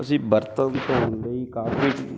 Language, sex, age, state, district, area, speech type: Punjabi, male, 30-45, Punjab, Ludhiana, urban, spontaneous